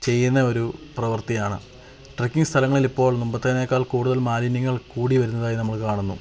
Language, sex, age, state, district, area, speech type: Malayalam, male, 18-30, Kerala, Idukki, rural, spontaneous